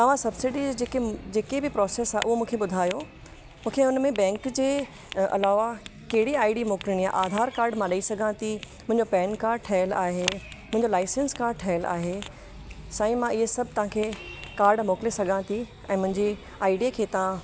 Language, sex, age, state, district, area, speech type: Sindhi, female, 30-45, Rajasthan, Ajmer, urban, spontaneous